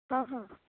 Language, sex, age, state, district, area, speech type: Marathi, female, 18-30, Maharashtra, Nagpur, urban, conversation